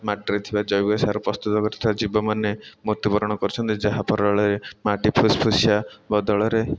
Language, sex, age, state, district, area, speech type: Odia, male, 18-30, Odisha, Ganjam, urban, spontaneous